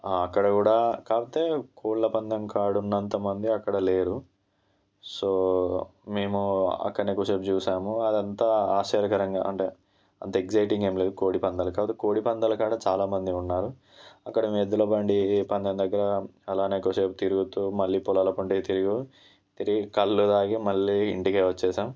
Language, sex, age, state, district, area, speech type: Telugu, male, 18-30, Telangana, Ranga Reddy, rural, spontaneous